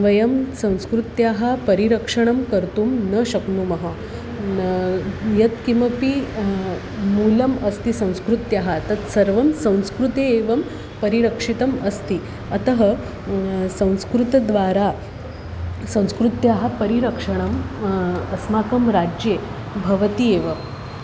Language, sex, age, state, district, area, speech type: Sanskrit, female, 30-45, Maharashtra, Nagpur, urban, spontaneous